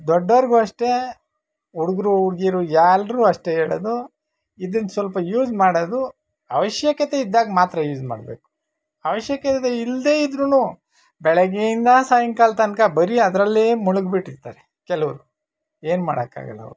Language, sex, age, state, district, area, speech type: Kannada, male, 45-60, Karnataka, Bangalore Rural, rural, spontaneous